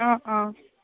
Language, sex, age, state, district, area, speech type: Assamese, female, 18-30, Assam, Sivasagar, rural, conversation